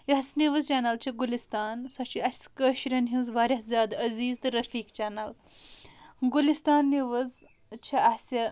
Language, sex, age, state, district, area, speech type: Kashmiri, female, 18-30, Jammu and Kashmir, Budgam, rural, spontaneous